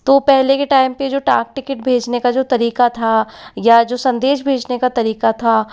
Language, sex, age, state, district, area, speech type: Hindi, male, 18-30, Rajasthan, Jaipur, urban, spontaneous